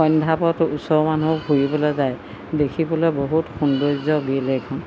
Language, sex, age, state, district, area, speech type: Assamese, female, 60+, Assam, Golaghat, urban, spontaneous